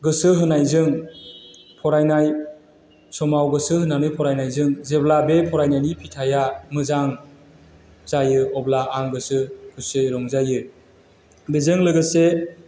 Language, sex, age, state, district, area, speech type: Bodo, male, 30-45, Assam, Chirang, rural, spontaneous